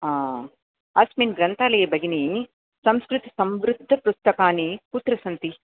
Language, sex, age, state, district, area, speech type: Sanskrit, female, 60+, Tamil Nadu, Thanjavur, urban, conversation